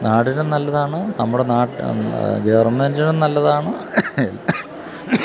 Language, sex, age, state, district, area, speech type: Malayalam, male, 45-60, Kerala, Kottayam, urban, spontaneous